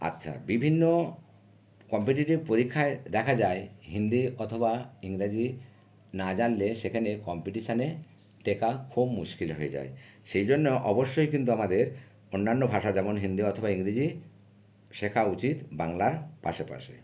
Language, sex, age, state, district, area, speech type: Bengali, male, 60+, West Bengal, North 24 Parganas, urban, spontaneous